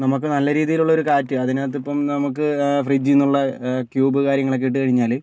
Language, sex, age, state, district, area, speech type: Malayalam, male, 30-45, Kerala, Kozhikode, urban, spontaneous